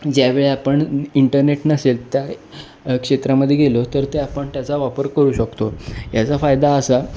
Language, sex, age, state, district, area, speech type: Marathi, male, 18-30, Maharashtra, Kolhapur, urban, spontaneous